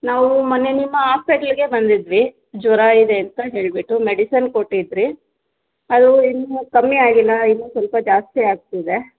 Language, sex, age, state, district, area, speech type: Kannada, female, 30-45, Karnataka, Kolar, rural, conversation